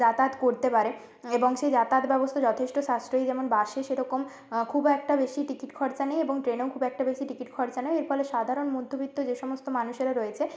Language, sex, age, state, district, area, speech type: Bengali, female, 30-45, West Bengal, Nadia, rural, spontaneous